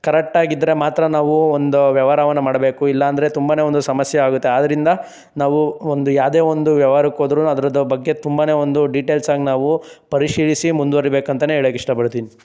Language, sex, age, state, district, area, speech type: Kannada, male, 18-30, Karnataka, Chikkaballapur, rural, spontaneous